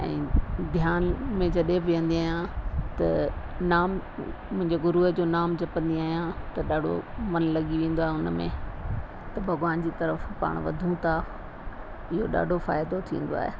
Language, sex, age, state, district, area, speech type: Sindhi, female, 60+, Rajasthan, Ajmer, urban, spontaneous